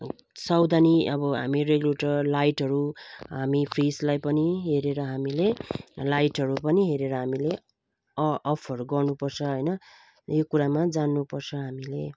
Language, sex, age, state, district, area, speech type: Nepali, female, 45-60, West Bengal, Jalpaiguri, rural, spontaneous